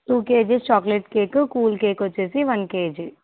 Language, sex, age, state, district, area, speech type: Telugu, female, 18-30, Andhra Pradesh, Nandyal, rural, conversation